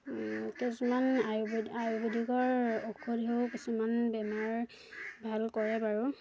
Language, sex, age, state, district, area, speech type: Assamese, female, 18-30, Assam, Dhemaji, urban, spontaneous